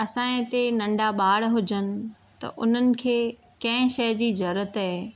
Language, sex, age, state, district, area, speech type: Sindhi, female, 30-45, Maharashtra, Thane, urban, spontaneous